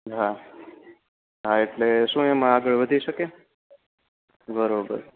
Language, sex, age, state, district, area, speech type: Gujarati, male, 18-30, Gujarat, Rajkot, rural, conversation